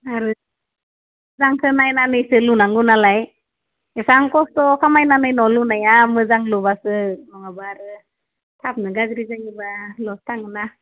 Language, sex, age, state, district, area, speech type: Bodo, female, 30-45, Assam, Udalguri, rural, conversation